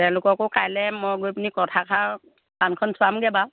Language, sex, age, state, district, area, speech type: Assamese, female, 30-45, Assam, Lakhimpur, rural, conversation